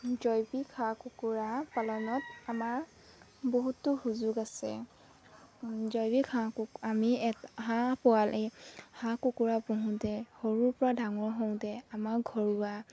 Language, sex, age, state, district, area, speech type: Assamese, female, 60+, Assam, Dibrugarh, rural, spontaneous